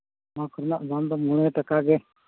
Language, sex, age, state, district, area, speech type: Santali, male, 60+, Jharkhand, East Singhbhum, rural, conversation